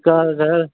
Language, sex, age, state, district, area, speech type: Hindi, male, 45-60, Uttar Pradesh, Ghazipur, rural, conversation